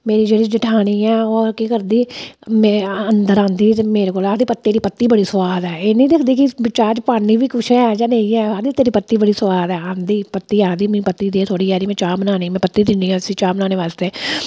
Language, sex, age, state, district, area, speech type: Dogri, female, 45-60, Jammu and Kashmir, Samba, rural, spontaneous